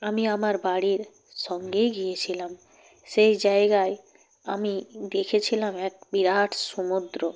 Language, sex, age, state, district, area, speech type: Bengali, female, 45-60, West Bengal, Purba Medinipur, rural, spontaneous